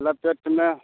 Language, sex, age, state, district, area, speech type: Maithili, male, 30-45, Bihar, Begusarai, rural, conversation